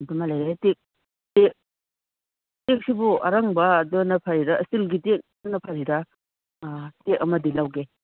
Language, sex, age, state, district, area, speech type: Manipuri, female, 60+, Manipur, Imphal East, rural, conversation